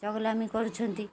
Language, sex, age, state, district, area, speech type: Odia, female, 45-60, Odisha, Kendrapara, urban, spontaneous